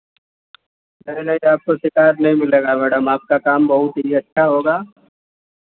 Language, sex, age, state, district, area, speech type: Hindi, male, 18-30, Uttar Pradesh, Azamgarh, rural, conversation